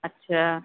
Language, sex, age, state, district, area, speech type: Hindi, female, 45-60, Uttar Pradesh, Sitapur, rural, conversation